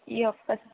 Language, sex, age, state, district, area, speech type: Telugu, female, 30-45, Andhra Pradesh, Guntur, urban, conversation